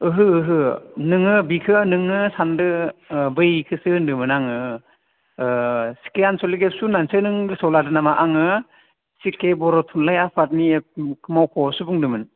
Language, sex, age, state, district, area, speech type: Bodo, male, 18-30, Assam, Baksa, rural, conversation